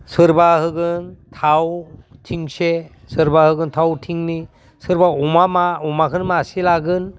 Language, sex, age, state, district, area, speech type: Bodo, male, 60+, Assam, Udalguri, rural, spontaneous